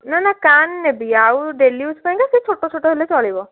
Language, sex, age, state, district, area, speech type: Odia, female, 45-60, Odisha, Puri, urban, conversation